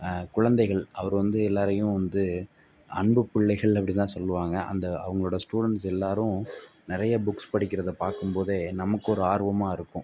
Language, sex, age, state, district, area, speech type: Tamil, male, 18-30, Tamil Nadu, Pudukkottai, rural, spontaneous